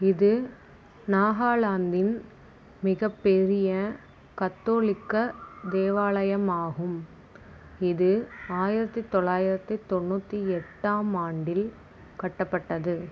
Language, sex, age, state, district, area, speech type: Tamil, female, 18-30, Tamil Nadu, Tiruvarur, rural, read